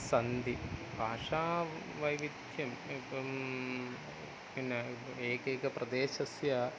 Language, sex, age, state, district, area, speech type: Sanskrit, male, 45-60, Kerala, Thiruvananthapuram, urban, spontaneous